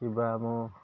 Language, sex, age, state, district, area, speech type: Assamese, male, 30-45, Assam, Majuli, urban, spontaneous